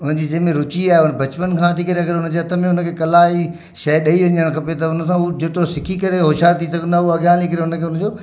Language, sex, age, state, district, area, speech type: Sindhi, male, 45-60, Maharashtra, Mumbai Suburban, urban, spontaneous